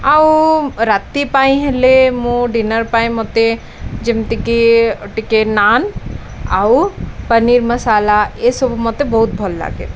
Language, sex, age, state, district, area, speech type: Odia, female, 18-30, Odisha, Koraput, urban, spontaneous